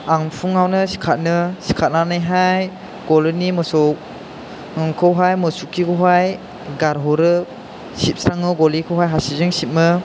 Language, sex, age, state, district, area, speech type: Bodo, male, 18-30, Assam, Chirang, rural, spontaneous